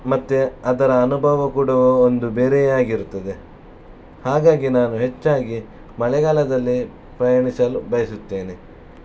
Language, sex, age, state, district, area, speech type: Kannada, male, 18-30, Karnataka, Shimoga, rural, spontaneous